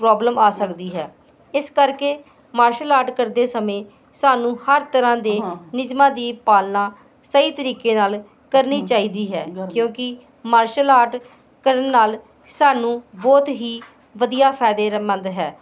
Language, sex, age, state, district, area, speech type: Punjabi, female, 45-60, Punjab, Hoshiarpur, urban, spontaneous